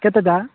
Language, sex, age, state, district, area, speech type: Odia, male, 45-60, Odisha, Nabarangpur, rural, conversation